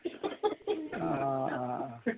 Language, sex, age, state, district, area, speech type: Bodo, male, 60+, Assam, Kokrajhar, urban, conversation